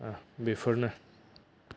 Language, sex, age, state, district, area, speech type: Bodo, male, 18-30, Assam, Kokrajhar, rural, spontaneous